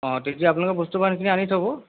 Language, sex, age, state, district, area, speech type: Assamese, male, 45-60, Assam, Golaghat, urban, conversation